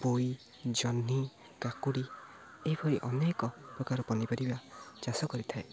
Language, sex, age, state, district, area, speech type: Odia, male, 18-30, Odisha, Jagatsinghpur, rural, spontaneous